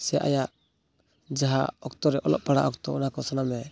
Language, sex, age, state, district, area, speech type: Santali, male, 18-30, West Bengal, Purulia, rural, spontaneous